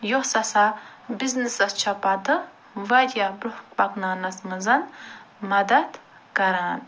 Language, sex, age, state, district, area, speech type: Kashmiri, female, 45-60, Jammu and Kashmir, Ganderbal, urban, spontaneous